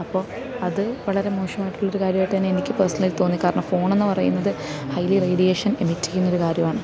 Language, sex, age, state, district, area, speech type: Malayalam, female, 30-45, Kerala, Alappuzha, rural, spontaneous